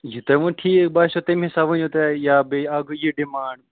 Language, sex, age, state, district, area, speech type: Kashmiri, male, 18-30, Jammu and Kashmir, Ganderbal, rural, conversation